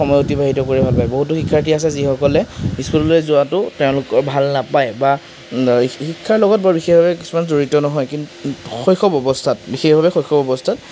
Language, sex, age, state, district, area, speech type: Assamese, male, 60+, Assam, Darrang, rural, spontaneous